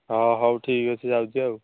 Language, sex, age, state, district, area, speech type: Odia, male, 18-30, Odisha, Nayagarh, rural, conversation